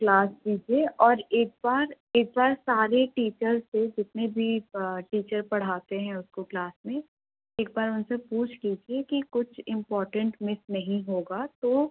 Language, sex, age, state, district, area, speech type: Hindi, female, 18-30, Uttar Pradesh, Bhadohi, urban, conversation